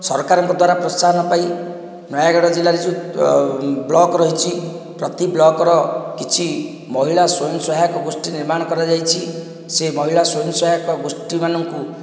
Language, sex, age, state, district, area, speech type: Odia, male, 45-60, Odisha, Nayagarh, rural, spontaneous